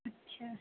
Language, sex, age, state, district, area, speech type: Maithili, female, 18-30, Bihar, Purnia, rural, conversation